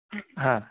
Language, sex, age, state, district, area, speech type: Bengali, male, 18-30, West Bengal, Kolkata, urban, conversation